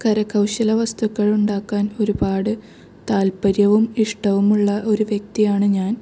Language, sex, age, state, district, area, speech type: Malayalam, female, 18-30, Kerala, Thrissur, rural, spontaneous